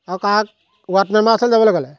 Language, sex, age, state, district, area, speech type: Assamese, male, 30-45, Assam, Golaghat, urban, spontaneous